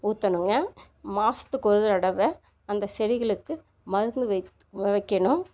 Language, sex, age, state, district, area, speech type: Tamil, female, 45-60, Tamil Nadu, Tiruppur, rural, spontaneous